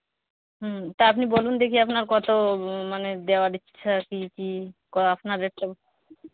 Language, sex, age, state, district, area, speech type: Bengali, female, 45-60, West Bengal, Purba Bardhaman, rural, conversation